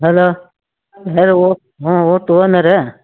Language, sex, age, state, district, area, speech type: Kannada, female, 60+, Karnataka, Mandya, rural, conversation